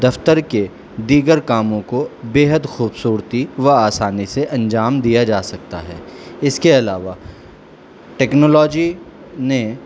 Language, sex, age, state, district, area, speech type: Urdu, male, 45-60, Delhi, South Delhi, urban, spontaneous